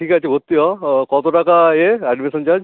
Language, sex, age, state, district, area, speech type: Bengali, male, 45-60, West Bengal, Howrah, urban, conversation